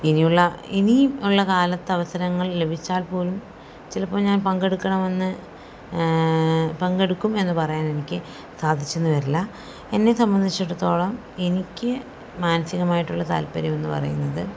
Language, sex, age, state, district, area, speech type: Malayalam, female, 45-60, Kerala, Palakkad, rural, spontaneous